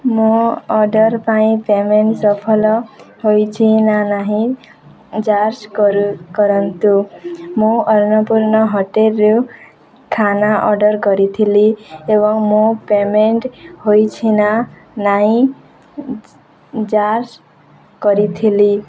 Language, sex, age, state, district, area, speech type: Odia, female, 18-30, Odisha, Nuapada, urban, spontaneous